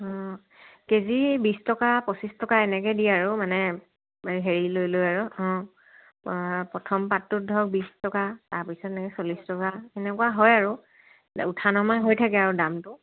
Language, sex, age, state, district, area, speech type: Assamese, female, 30-45, Assam, Sivasagar, rural, conversation